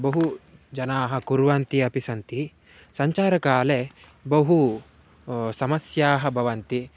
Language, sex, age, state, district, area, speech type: Sanskrit, male, 18-30, Karnataka, Shimoga, rural, spontaneous